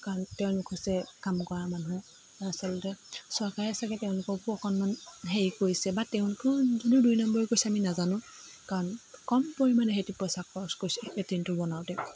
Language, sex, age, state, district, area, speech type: Assamese, female, 18-30, Assam, Dibrugarh, rural, spontaneous